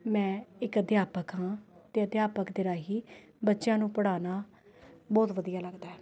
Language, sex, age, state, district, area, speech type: Punjabi, female, 30-45, Punjab, Rupnagar, urban, spontaneous